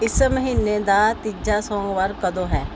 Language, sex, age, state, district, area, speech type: Punjabi, female, 30-45, Punjab, Pathankot, urban, read